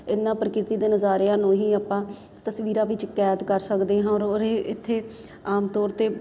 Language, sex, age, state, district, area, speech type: Punjabi, female, 30-45, Punjab, Ludhiana, urban, spontaneous